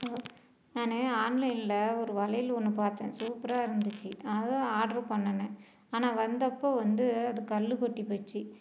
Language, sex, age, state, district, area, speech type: Tamil, female, 45-60, Tamil Nadu, Salem, rural, spontaneous